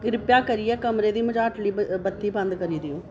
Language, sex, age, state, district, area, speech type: Dogri, female, 30-45, Jammu and Kashmir, Reasi, urban, read